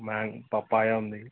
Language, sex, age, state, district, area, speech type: Telugu, male, 18-30, Telangana, Mahbubnagar, urban, conversation